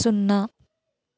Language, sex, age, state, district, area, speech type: Telugu, female, 30-45, Andhra Pradesh, Eluru, rural, read